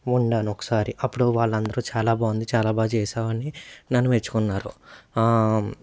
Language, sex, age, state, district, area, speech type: Telugu, male, 30-45, Andhra Pradesh, Eluru, rural, spontaneous